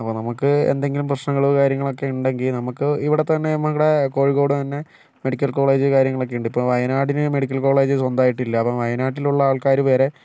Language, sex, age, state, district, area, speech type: Malayalam, male, 45-60, Kerala, Kozhikode, urban, spontaneous